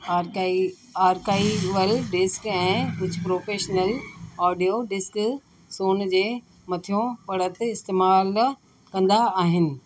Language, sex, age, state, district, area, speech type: Sindhi, female, 60+, Delhi, South Delhi, urban, read